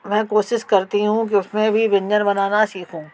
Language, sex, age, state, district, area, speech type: Hindi, female, 60+, Madhya Pradesh, Gwalior, rural, spontaneous